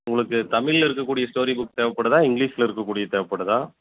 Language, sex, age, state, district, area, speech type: Tamil, male, 30-45, Tamil Nadu, Erode, rural, conversation